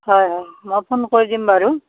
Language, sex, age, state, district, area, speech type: Assamese, female, 45-60, Assam, Darrang, rural, conversation